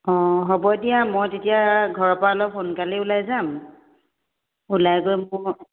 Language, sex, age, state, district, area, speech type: Assamese, female, 30-45, Assam, Lakhimpur, rural, conversation